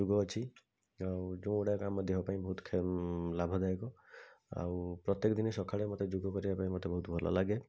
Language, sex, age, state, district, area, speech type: Odia, male, 45-60, Odisha, Bhadrak, rural, spontaneous